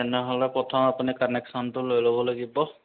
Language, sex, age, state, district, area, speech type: Assamese, male, 30-45, Assam, Majuli, urban, conversation